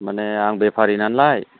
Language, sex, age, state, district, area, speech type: Bodo, male, 45-60, Assam, Chirang, urban, conversation